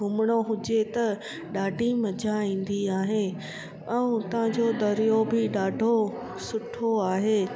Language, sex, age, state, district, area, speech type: Sindhi, female, 30-45, Gujarat, Junagadh, urban, spontaneous